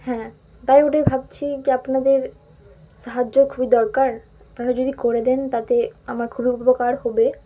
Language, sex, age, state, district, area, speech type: Bengali, female, 18-30, West Bengal, Malda, urban, spontaneous